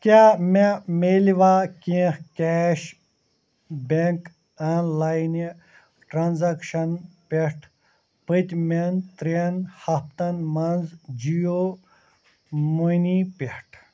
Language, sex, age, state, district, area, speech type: Kashmiri, male, 45-60, Jammu and Kashmir, Ganderbal, rural, read